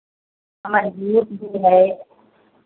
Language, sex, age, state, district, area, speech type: Hindi, female, 30-45, Uttar Pradesh, Pratapgarh, rural, conversation